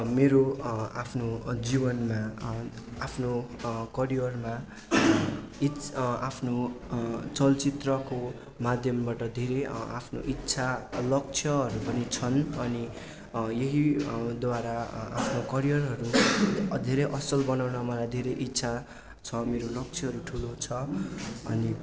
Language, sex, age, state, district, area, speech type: Nepali, male, 18-30, West Bengal, Darjeeling, rural, spontaneous